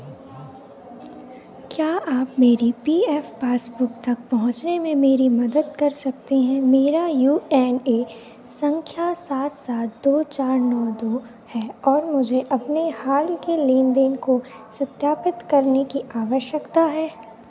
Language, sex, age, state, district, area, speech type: Hindi, female, 18-30, Madhya Pradesh, Narsinghpur, rural, read